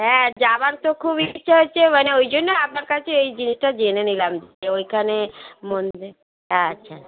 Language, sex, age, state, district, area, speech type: Bengali, female, 60+, West Bengal, Dakshin Dinajpur, rural, conversation